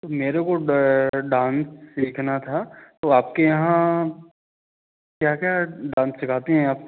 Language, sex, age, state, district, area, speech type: Hindi, male, 18-30, Madhya Pradesh, Katni, urban, conversation